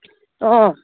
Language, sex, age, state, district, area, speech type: Assamese, female, 30-45, Assam, Sivasagar, rural, conversation